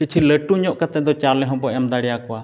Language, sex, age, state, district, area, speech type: Santali, male, 45-60, Odisha, Mayurbhanj, rural, spontaneous